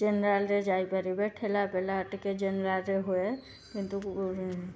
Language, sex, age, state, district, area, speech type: Odia, female, 18-30, Odisha, Cuttack, urban, spontaneous